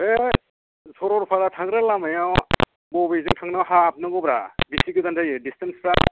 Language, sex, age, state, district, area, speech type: Bodo, male, 45-60, Assam, Kokrajhar, rural, conversation